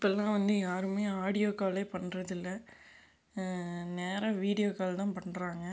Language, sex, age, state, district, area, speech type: Tamil, female, 30-45, Tamil Nadu, Salem, urban, spontaneous